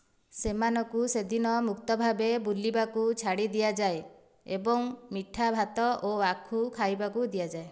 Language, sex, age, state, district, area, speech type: Odia, female, 30-45, Odisha, Dhenkanal, rural, read